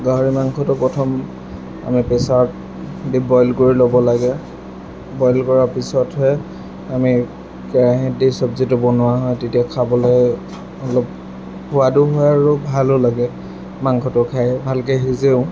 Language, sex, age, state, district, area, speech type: Assamese, male, 18-30, Assam, Lakhimpur, rural, spontaneous